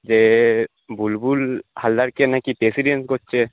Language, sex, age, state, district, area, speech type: Bengali, male, 18-30, West Bengal, North 24 Parganas, urban, conversation